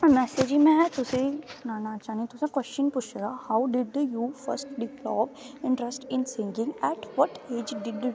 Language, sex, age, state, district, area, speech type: Dogri, female, 18-30, Jammu and Kashmir, Kathua, rural, spontaneous